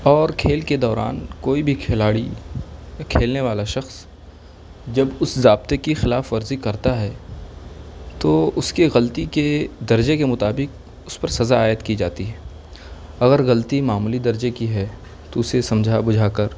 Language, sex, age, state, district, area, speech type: Urdu, male, 18-30, Uttar Pradesh, Siddharthnagar, rural, spontaneous